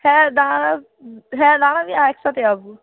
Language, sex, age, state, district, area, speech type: Bengali, female, 18-30, West Bengal, Darjeeling, rural, conversation